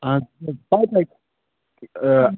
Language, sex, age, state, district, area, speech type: Kashmiri, male, 45-60, Jammu and Kashmir, Budgam, urban, conversation